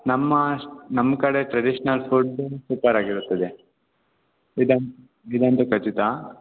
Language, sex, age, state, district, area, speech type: Kannada, male, 18-30, Karnataka, Chikkaballapur, rural, conversation